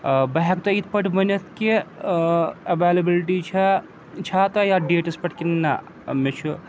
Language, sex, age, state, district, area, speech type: Kashmiri, male, 45-60, Jammu and Kashmir, Srinagar, urban, spontaneous